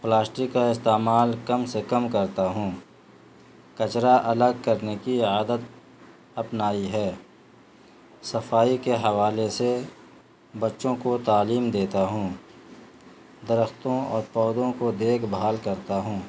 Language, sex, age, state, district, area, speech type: Urdu, male, 45-60, Bihar, Gaya, urban, spontaneous